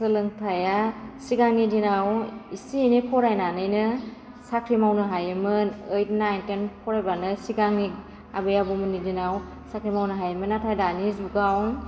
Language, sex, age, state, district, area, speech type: Bodo, female, 18-30, Assam, Baksa, rural, spontaneous